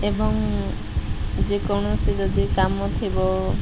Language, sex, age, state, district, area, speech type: Odia, female, 30-45, Odisha, Koraput, urban, spontaneous